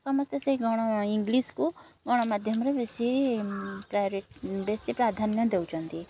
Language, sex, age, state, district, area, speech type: Odia, female, 30-45, Odisha, Kendrapara, urban, spontaneous